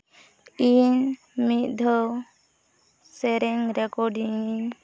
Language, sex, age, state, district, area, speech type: Santali, female, 18-30, West Bengal, Purulia, rural, spontaneous